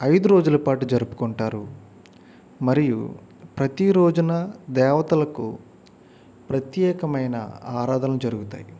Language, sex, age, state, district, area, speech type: Telugu, male, 45-60, Andhra Pradesh, East Godavari, rural, spontaneous